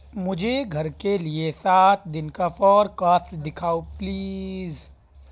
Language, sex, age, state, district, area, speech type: Urdu, male, 30-45, Uttar Pradesh, Shahjahanpur, rural, read